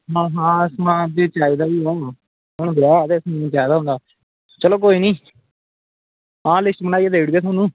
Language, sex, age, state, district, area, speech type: Dogri, male, 18-30, Jammu and Kashmir, Samba, urban, conversation